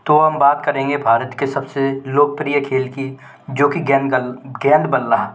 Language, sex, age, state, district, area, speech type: Hindi, male, 18-30, Madhya Pradesh, Gwalior, urban, spontaneous